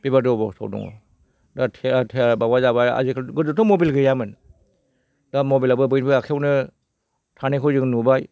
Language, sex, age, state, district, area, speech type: Bodo, male, 60+, Assam, Baksa, rural, spontaneous